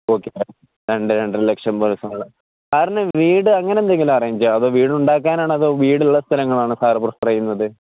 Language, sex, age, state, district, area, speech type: Malayalam, male, 18-30, Kerala, Kozhikode, rural, conversation